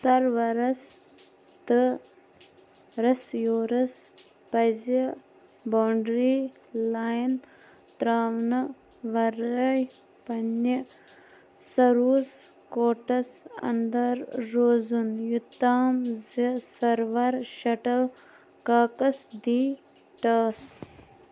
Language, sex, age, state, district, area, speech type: Kashmiri, female, 30-45, Jammu and Kashmir, Bandipora, rural, read